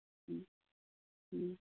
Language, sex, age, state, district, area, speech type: Santali, female, 30-45, West Bengal, Birbhum, rural, conversation